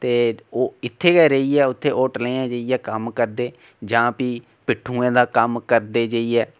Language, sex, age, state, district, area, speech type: Dogri, male, 18-30, Jammu and Kashmir, Reasi, rural, spontaneous